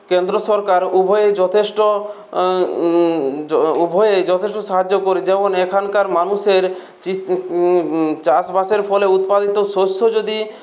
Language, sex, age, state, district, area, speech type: Bengali, male, 18-30, West Bengal, Purulia, rural, spontaneous